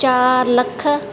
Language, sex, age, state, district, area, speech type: Sindhi, female, 30-45, Rajasthan, Ajmer, urban, spontaneous